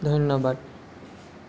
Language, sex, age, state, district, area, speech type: Assamese, male, 18-30, Assam, Lakhimpur, rural, spontaneous